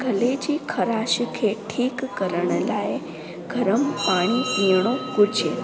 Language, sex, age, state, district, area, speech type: Sindhi, female, 18-30, Gujarat, Junagadh, rural, spontaneous